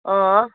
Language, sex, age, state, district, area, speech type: Nepali, female, 45-60, West Bengal, Kalimpong, rural, conversation